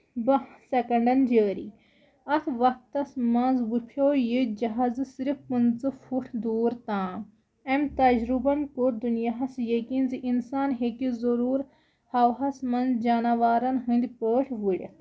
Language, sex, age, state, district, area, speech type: Kashmiri, female, 30-45, Jammu and Kashmir, Kulgam, rural, spontaneous